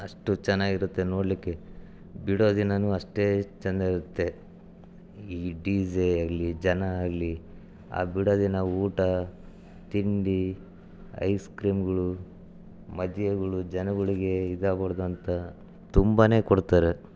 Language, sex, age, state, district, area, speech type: Kannada, male, 30-45, Karnataka, Chitradurga, rural, spontaneous